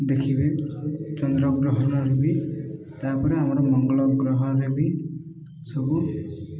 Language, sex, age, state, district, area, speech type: Odia, male, 30-45, Odisha, Koraput, urban, spontaneous